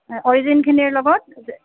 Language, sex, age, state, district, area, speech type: Assamese, female, 30-45, Assam, Goalpara, urban, conversation